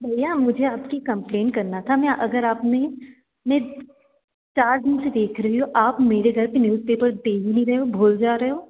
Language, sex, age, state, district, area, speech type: Hindi, female, 30-45, Madhya Pradesh, Betul, urban, conversation